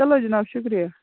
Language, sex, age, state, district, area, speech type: Kashmiri, female, 18-30, Jammu and Kashmir, Baramulla, rural, conversation